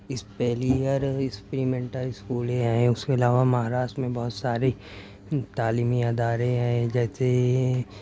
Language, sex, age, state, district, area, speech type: Urdu, male, 30-45, Maharashtra, Nashik, urban, spontaneous